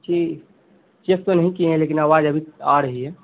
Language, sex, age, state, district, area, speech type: Urdu, male, 18-30, Bihar, Saharsa, rural, conversation